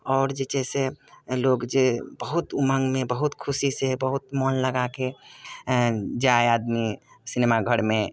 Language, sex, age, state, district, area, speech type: Maithili, male, 30-45, Bihar, Muzaffarpur, rural, spontaneous